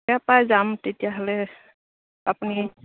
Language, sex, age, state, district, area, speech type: Assamese, female, 60+, Assam, Dibrugarh, rural, conversation